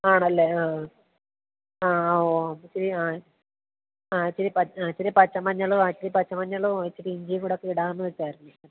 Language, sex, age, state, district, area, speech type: Malayalam, female, 30-45, Kerala, Alappuzha, rural, conversation